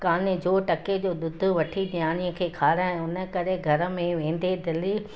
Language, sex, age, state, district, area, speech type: Sindhi, female, 60+, Gujarat, Junagadh, urban, spontaneous